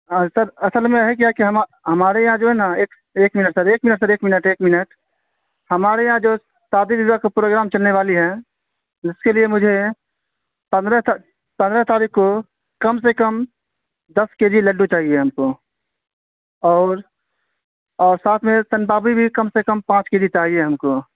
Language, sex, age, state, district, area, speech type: Urdu, male, 18-30, Bihar, Saharsa, rural, conversation